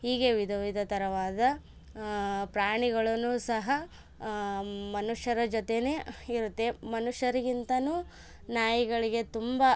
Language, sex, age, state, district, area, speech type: Kannada, female, 18-30, Karnataka, Koppal, rural, spontaneous